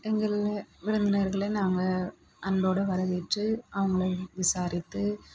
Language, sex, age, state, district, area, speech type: Tamil, male, 18-30, Tamil Nadu, Dharmapuri, rural, spontaneous